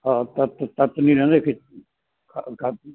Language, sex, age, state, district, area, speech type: Punjabi, male, 60+, Punjab, Mansa, urban, conversation